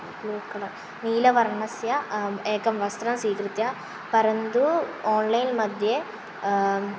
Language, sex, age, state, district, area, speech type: Sanskrit, female, 18-30, Kerala, Kannur, rural, spontaneous